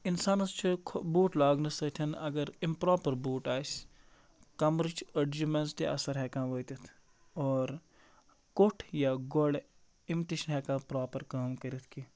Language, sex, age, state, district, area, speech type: Kashmiri, male, 45-60, Jammu and Kashmir, Baramulla, rural, spontaneous